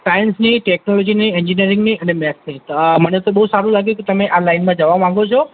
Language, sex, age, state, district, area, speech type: Gujarati, male, 18-30, Gujarat, Ahmedabad, urban, conversation